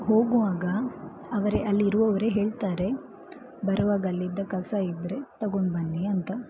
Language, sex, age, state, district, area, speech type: Kannada, female, 18-30, Karnataka, Shimoga, rural, spontaneous